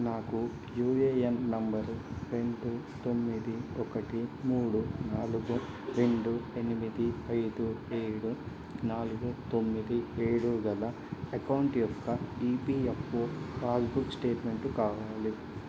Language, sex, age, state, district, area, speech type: Telugu, male, 18-30, Telangana, Medchal, rural, read